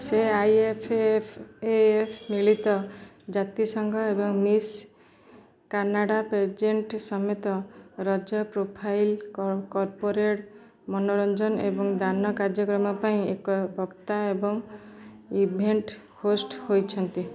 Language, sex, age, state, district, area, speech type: Odia, female, 30-45, Odisha, Jagatsinghpur, rural, read